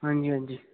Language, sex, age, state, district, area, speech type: Dogri, male, 18-30, Jammu and Kashmir, Udhampur, rural, conversation